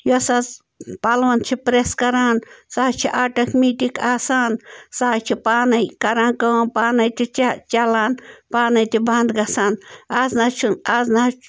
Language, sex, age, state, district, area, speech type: Kashmiri, female, 30-45, Jammu and Kashmir, Bandipora, rural, spontaneous